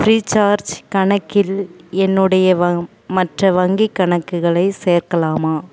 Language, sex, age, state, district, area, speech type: Tamil, female, 30-45, Tamil Nadu, Tiruvannamalai, urban, read